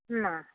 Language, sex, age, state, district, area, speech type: Bengali, female, 30-45, West Bengal, Cooch Behar, urban, conversation